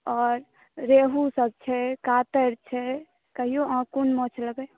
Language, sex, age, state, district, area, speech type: Maithili, female, 18-30, Bihar, Saharsa, rural, conversation